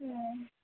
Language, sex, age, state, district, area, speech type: Bodo, female, 18-30, Assam, Kokrajhar, rural, conversation